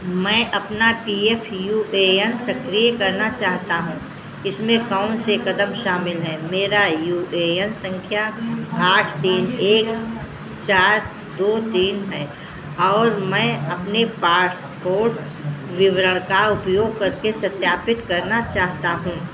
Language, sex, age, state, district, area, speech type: Hindi, female, 60+, Uttar Pradesh, Sitapur, rural, read